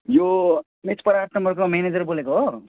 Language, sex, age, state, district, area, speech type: Nepali, male, 30-45, West Bengal, Alipurduar, urban, conversation